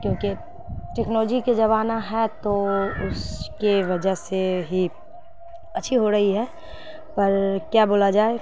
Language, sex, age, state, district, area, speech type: Urdu, female, 30-45, Bihar, Khagaria, rural, spontaneous